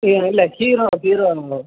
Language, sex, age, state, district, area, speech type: Tamil, male, 18-30, Tamil Nadu, Sivaganga, rural, conversation